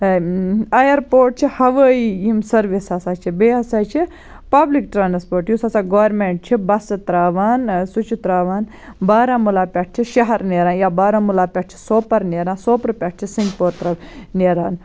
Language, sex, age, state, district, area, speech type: Kashmiri, female, 18-30, Jammu and Kashmir, Baramulla, rural, spontaneous